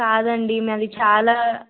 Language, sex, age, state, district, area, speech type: Telugu, female, 18-30, Telangana, Nirmal, urban, conversation